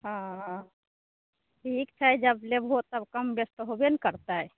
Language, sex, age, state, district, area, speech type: Maithili, female, 18-30, Bihar, Begusarai, urban, conversation